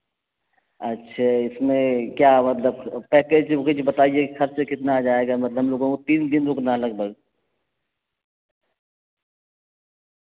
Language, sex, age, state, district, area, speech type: Urdu, male, 45-60, Bihar, Araria, rural, conversation